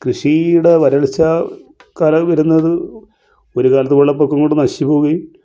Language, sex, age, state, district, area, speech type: Malayalam, male, 45-60, Kerala, Kasaragod, rural, spontaneous